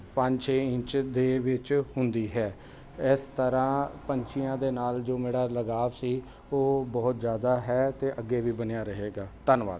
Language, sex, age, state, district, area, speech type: Punjabi, male, 30-45, Punjab, Jalandhar, urban, spontaneous